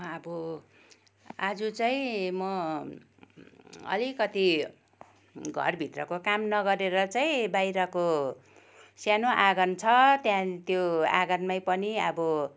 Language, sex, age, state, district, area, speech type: Nepali, female, 60+, West Bengal, Kalimpong, rural, spontaneous